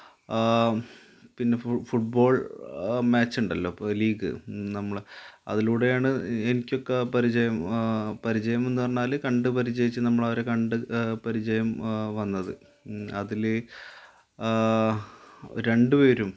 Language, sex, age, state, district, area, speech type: Malayalam, male, 30-45, Kerala, Malappuram, rural, spontaneous